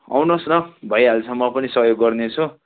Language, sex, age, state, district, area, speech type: Nepali, male, 30-45, West Bengal, Darjeeling, rural, conversation